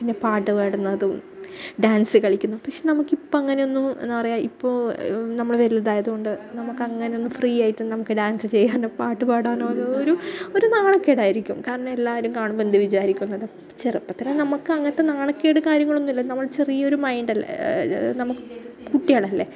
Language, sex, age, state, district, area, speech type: Malayalam, female, 30-45, Kerala, Kasaragod, rural, spontaneous